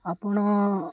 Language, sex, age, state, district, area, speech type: Odia, male, 18-30, Odisha, Ganjam, urban, spontaneous